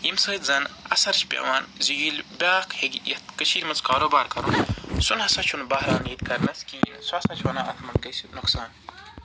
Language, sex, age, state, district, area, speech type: Kashmiri, male, 45-60, Jammu and Kashmir, Srinagar, urban, spontaneous